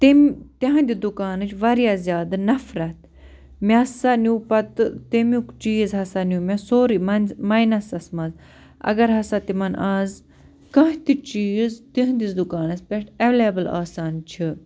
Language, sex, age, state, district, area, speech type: Kashmiri, female, 30-45, Jammu and Kashmir, Baramulla, rural, spontaneous